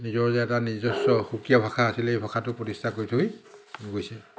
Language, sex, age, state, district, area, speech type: Assamese, male, 60+, Assam, Dhemaji, urban, spontaneous